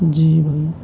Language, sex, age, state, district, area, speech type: Urdu, male, 30-45, Uttar Pradesh, Gautam Buddha Nagar, urban, spontaneous